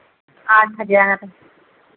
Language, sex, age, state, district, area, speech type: Hindi, female, 30-45, Uttar Pradesh, Pratapgarh, rural, conversation